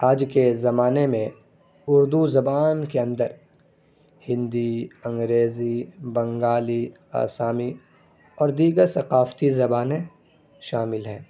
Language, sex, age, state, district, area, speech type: Urdu, male, 18-30, Bihar, Saharsa, urban, spontaneous